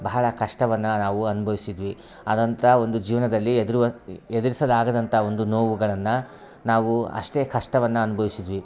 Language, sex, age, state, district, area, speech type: Kannada, male, 30-45, Karnataka, Vijayapura, rural, spontaneous